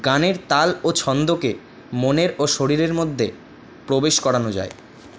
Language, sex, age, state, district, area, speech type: Bengali, male, 30-45, West Bengal, Paschim Bardhaman, rural, spontaneous